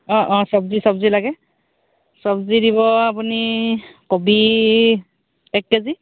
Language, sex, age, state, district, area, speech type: Assamese, female, 30-45, Assam, Sivasagar, rural, conversation